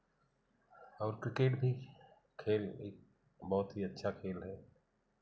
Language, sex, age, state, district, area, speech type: Hindi, male, 45-60, Uttar Pradesh, Jaunpur, urban, spontaneous